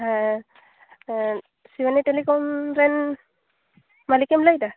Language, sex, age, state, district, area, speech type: Santali, female, 30-45, West Bengal, Purulia, rural, conversation